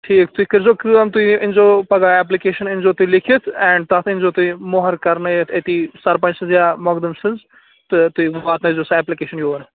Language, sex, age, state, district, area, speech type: Kashmiri, male, 18-30, Jammu and Kashmir, Baramulla, rural, conversation